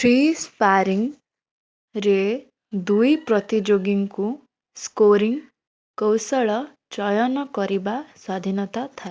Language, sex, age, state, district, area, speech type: Odia, female, 18-30, Odisha, Bhadrak, rural, read